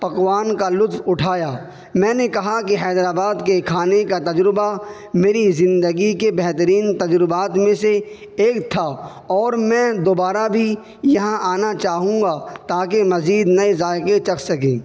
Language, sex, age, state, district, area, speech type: Urdu, male, 18-30, Uttar Pradesh, Saharanpur, urban, spontaneous